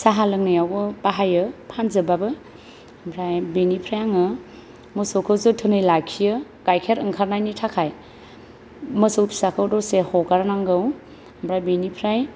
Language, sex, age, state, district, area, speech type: Bodo, female, 30-45, Assam, Kokrajhar, rural, spontaneous